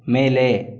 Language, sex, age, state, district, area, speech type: Kannada, male, 30-45, Karnataka, Mandya, rural, read